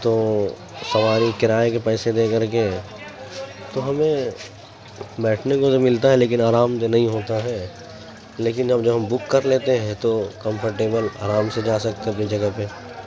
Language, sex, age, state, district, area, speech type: Urdu, male, 18-30, Uttar Pradesh, Gautam Buddha Nagar, rural, spontaneous